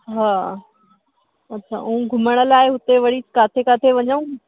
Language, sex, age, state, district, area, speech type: Sindhi, female, 30-45, Delhi, South Delhi, urban, conversation